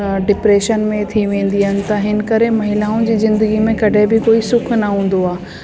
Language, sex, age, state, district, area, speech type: Sindhi, female, 30-45, Delhi, South Delhi, urban, spontaneous